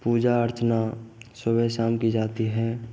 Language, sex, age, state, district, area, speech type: Hindi, male, 18-30, Rajasthan, Bharatpur, rural, spontaneous